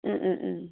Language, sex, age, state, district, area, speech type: Malayalam, female, 30-45, Kerala, Wayanad, rural, conversation